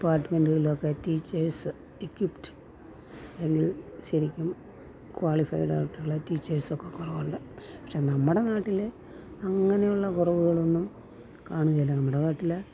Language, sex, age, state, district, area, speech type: Malayalam, female, 60+, Kerala, Pathanamthitta, rural, spontaneous